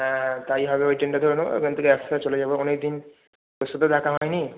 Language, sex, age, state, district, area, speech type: Bengali, male, 18-30, West Bengal, Hooghly, urban, conversation